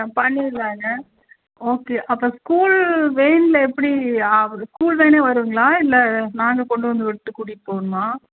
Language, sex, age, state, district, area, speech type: Tamil, female, 45-60, Tamil Nadu, Coimbatore, urban, conversation